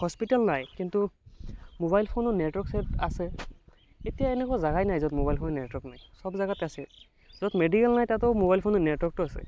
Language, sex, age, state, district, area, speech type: Assamese, male, 18-30, Assam, Barpeta, rural, spontaneous